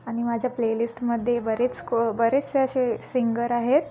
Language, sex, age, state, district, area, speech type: Marathi, female, 18-30, Maharashtra, Nanded, rural, spontaneous